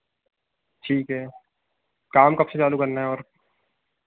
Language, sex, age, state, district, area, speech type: Hindi, male, 30-45, Madhya Pradesh, Harda, urban, conversation